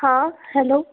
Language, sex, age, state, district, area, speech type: Hindi, female, 30-45, Madhya Pradesh, Gwalior, rural, conversation